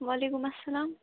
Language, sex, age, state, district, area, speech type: Kashmiri, female, 30-45, Jammu and Kashmir, Bandipora, rural, conversation